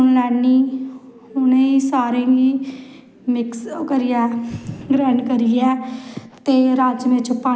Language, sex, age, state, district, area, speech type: Dogri, female, 30-45, Jammu and Kashmir, Samba, rural, spontaneous